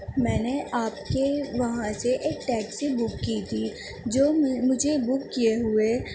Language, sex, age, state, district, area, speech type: Urdu, female, 30-45, Delhi, Central Delhi, urban, spontaneous